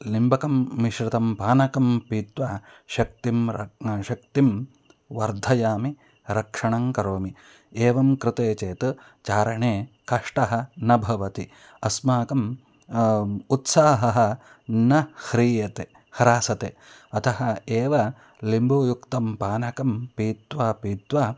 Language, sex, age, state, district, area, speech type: Sanskrit, male, 45-60, Karnataka, Shimoga, rural, spontaneous